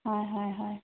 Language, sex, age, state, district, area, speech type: Assamese, female, 30-45, Assam, Sonitpur, rural, conversation